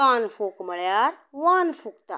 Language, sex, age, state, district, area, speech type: Goan Konkani, female, 60+, Goa, Canacona, rural, spontaneous